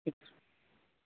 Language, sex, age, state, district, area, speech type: Odia, female, 45-60, Odisha, Sundergarh, rural, conversation